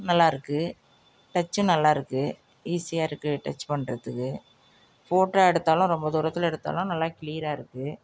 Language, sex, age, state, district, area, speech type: Tamil, female, 45-60, Tamil Nadu, Nagapattinam, rural, spontaneous